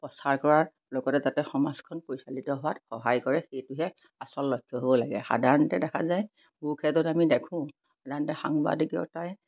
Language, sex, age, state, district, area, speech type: Assamese, female, 60+, Assam, Majuli, urban, spontaneous